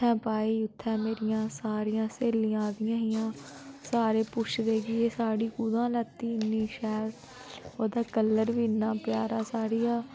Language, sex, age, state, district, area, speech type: Dogri, female, 30-45, Jammu and Kashmir, Udhampur, rural, spontaneous